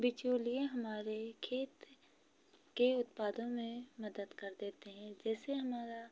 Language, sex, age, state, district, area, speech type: Hindi, female, 30-45, Madhya Pradesh, Hoshangabad, urban, spontaneous